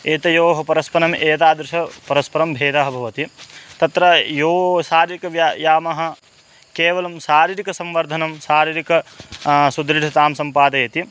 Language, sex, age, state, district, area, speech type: Sanskrit, male, 18-30, Bihar, Madhubani, rural, spontaneous